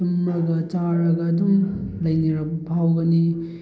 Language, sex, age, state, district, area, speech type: Manipuri, male, 18-30, Manipur, Chandel, rural, spontaneous